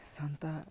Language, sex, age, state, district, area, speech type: Santali, male, 18-30, West Bengal, Paschim Bardhaman, rural, spontaneous